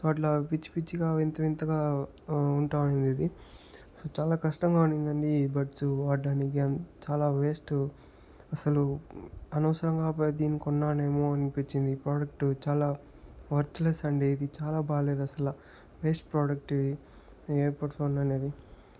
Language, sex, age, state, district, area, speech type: Telugu, male, 18-30, Andhra Pradesh, Chittoor, urban, spontaneous